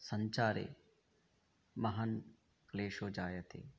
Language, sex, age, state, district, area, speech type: Sanskrit, male, 30-45, West Bengal, Murshidabad, urban, spontaneous